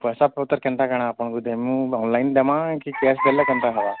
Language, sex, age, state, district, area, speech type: Odia, male, 45-60, Odisha, Nuapada, urban, conversation